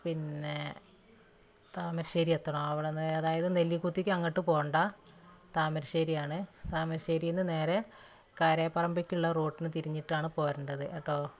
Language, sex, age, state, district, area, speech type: Malayalam, female, 30-45, Kerala, Malappuram, rural, spontaneous